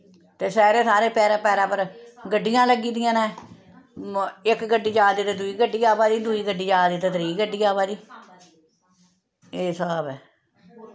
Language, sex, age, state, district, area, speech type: Dogri, female, 45-60, Jammu and Kashmir, Samba, urban, spontaneous